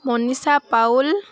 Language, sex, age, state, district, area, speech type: Assamese, female, 18-30, Assam, Tinsukia, urban, spontaneous